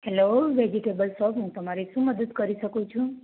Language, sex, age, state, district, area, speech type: Gujarati, female, 18-30, Gujarat, Ahmedabad, urban, conversation